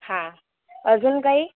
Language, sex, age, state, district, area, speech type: Marathi, female, 18-30, Maharashtra, Washim, rural, conversation